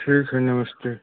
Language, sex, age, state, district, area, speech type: Hindi, male, 30-45, Uttar Pradesh, Ghazipur, rural, conversation